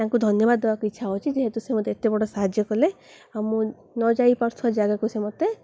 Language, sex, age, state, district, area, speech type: Odia, female, 18-30, Odisha, Koraput, urban, spontaneous